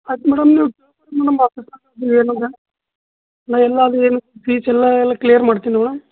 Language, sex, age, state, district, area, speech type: Kannada, male, 30-45, Karnataka, Bidar, rural, conversation